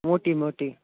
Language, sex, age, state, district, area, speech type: Goan Konkani, male, 18-30, Goa, Bardez, urban, conversation